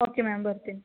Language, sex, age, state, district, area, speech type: Kannada, female, 30-45, Karnataka, Hassan, rural, conversation